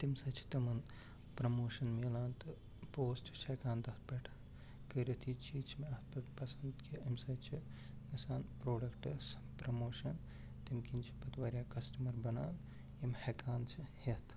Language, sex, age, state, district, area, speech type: Kashmiri, male, 18-30, Jammu and Kashmir, Ganderbal, rural, spontaneous